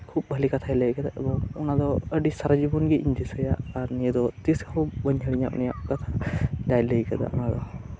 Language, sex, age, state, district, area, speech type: Santali, male, 18-30, West Bengal, Birbhum, rural, spontaneous